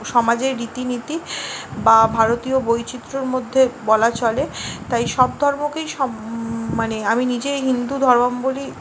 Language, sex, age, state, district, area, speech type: Bengali, female, 30-45, West Bengal, Purba Bardhaman, urban, spontaneous